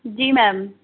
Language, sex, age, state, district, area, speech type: Hindi, female, 45-60, Madhya Pradesh, Balaghat, rural, conversation